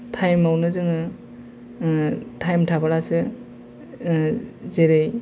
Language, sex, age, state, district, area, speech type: Bodo, male, 30-45, Assam, Kokrajhar, rural, spontaneous